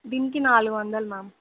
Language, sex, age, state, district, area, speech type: Telugu, female, 18-30, Telangana, Nizamabad, rural, conversation